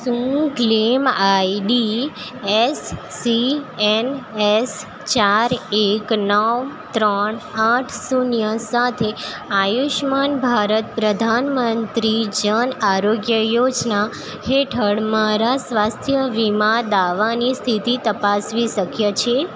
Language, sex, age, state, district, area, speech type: Gujarati, female, 18-30, Gujarat, Valsad, rural, read